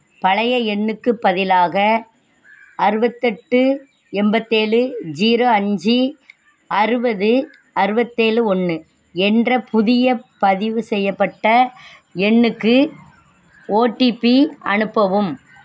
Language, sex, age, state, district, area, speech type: Tamil, female, 60+, Tamil Nadu, Thoothukudi, rural, read